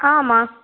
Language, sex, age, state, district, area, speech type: Telugu, female, 45-60, Telangana, Peddapalli, urban, conversation